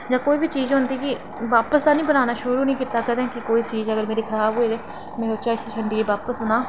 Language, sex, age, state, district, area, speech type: Dogri, female, 30-45, Jammu and Kashmir, Reasi, rural, spontaneous